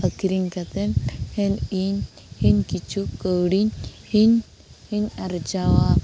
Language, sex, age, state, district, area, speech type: Santali, female, 18-30, Jharkhand, Seraikela Kharsawan, rural, spontaneous